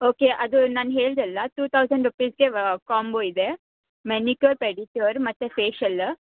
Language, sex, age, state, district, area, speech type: Kannada, female, 18-30, Karnataka, Mysore, urban, conversation